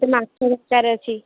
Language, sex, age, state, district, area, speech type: Odia, female, 18-30, Odisha, Puri, urban, conversation